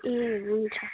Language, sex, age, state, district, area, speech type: Nepali, female, 18-30, West Bengal, Kalimpong, rural, conversation